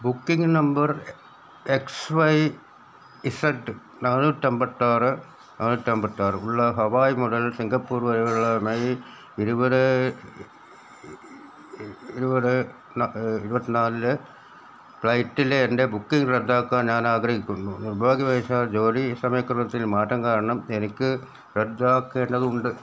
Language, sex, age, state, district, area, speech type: Malayalam, male, 60+, Kerala, Wayanad, rural, read